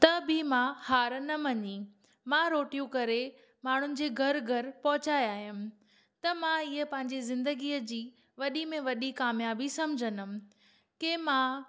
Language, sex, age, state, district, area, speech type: Sindhi, female, 18-30, Maharashtra, Thane, urban, spontaneous